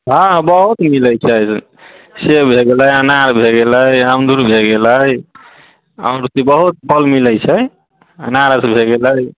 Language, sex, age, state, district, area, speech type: Maithili, male, 30-45, Bihar, Muzaffarpur, rural, conversation